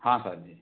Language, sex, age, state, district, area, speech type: Hindi, male, 60+, Madhya Pradesh, Balaghat, rural, conversation